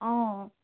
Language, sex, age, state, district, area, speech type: Assamese, female, 30-45, Assam, Sonitpur, rural, conversation